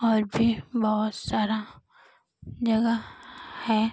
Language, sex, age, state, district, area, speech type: Hindi, female, 18-30, Uttar Pradesh, Ghazipur, rural, spontaneous